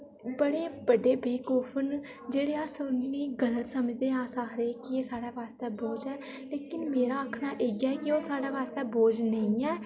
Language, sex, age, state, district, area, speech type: Dogri, female, 18-30, Jammu and Kashmir, Udhampur, rural, spontaneous